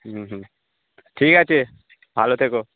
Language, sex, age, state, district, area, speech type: Bengali, male, 18-30, West Bengal, North 24 Parganas, urban, conversation